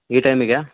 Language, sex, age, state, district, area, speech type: Kannada, male, 18-30, Karnataka, Shimoga, urban, conversation